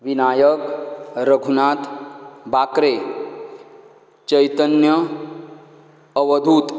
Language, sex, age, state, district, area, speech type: Goan Konkani, male, 45-60, Goa, Canacona, rural, spontaneous